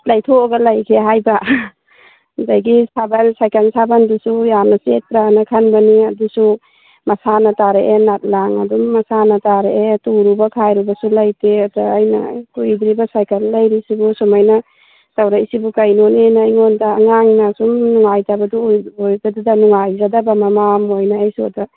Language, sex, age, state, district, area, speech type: Manipuri, female, 45-60, Manipur, Churachandpur, rural, conversation